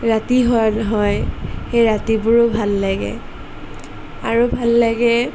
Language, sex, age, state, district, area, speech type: Assamese, female, 18-30, Assam, Sonitpur, rural, spontaneous